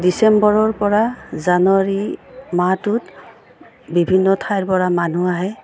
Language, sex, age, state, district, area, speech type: Assamese, female, 45-60, Assam, Udalguri, rural, spontaneous